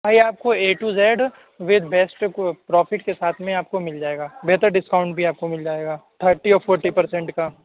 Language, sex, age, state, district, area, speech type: Urdu, male, 60+, Uttar Pradesh, Shahjahanpur, rural, conversation